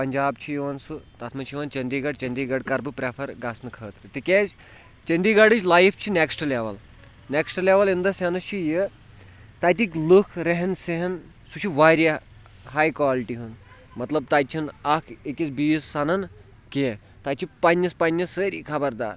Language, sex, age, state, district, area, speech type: Kashmiri, male, 30-45, Jammu and Kashmir, Kulgam, rural, spontaneous